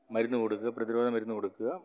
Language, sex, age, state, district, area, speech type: Malayalam, male, 45-60, Kerala, Kollam, rural, spontaneous